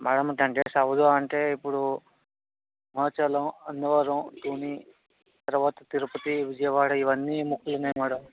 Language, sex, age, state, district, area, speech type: Telugu, male, 60+, Andhra Pradesh, Vizianagaram, rural, conversation